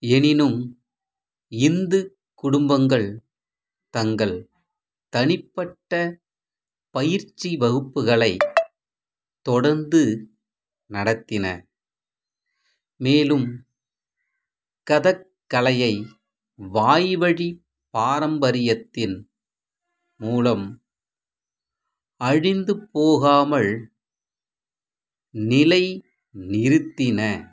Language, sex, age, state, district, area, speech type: Tamil, male, 45-60, Tamil Nadu, Madurai, rural, read